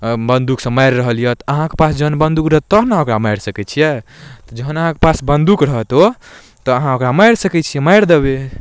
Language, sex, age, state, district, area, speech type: Maithili, male, 18-30, Bihar, Darbhanga, rural, spontaneous